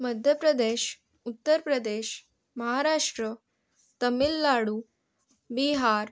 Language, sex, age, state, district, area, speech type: Marathi, female, 18-30, Maharashtra, Yavatmal, urban, spontaneous